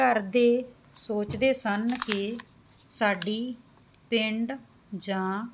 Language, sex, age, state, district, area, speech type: Punjabi, female, 30-45, Punjab, Muktsar, urban, spontaneous